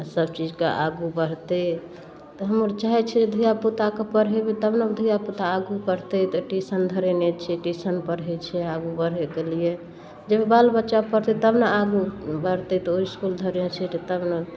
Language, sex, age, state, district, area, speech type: Maithili, female, 30-45, Bihar, Darbhanga, rural, spontaneous